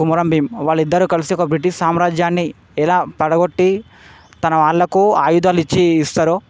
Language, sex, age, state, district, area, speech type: Telugu, male, 18-30, Telangana, Hyderabad, urban, spontaneous